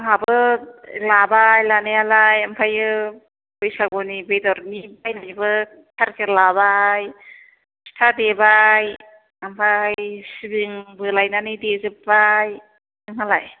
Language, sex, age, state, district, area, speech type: Bodo, female, 30-45, Assam, Chirang, urban, conversation